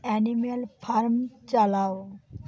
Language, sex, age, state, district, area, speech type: Bengali, female, 45-60, West Bengal, Purba Medinipur, rural, read